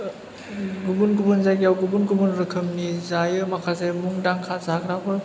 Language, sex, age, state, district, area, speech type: Bodo, male, 18-30, Assam, Chirang, rural, spontaneous